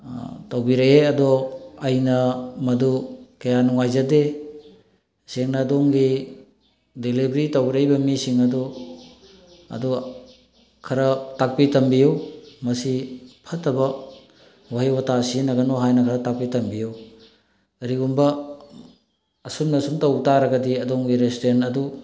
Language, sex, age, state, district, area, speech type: Manipuri, male, 45-60, Manipur, Bishnupur, rural, spontaneous